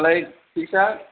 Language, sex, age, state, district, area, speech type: Bodo, male, 18-30, Assam, Kokrajhar, rural, conversation